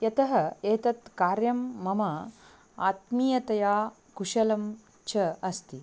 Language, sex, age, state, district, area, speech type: Sanskrit, female, 45-60, Karnataka, Dharwad, urban, spontaneous